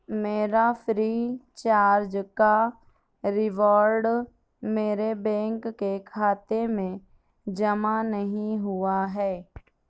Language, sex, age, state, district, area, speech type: Urdu, female, 18-30, Maharashtra, Nashik, urban, read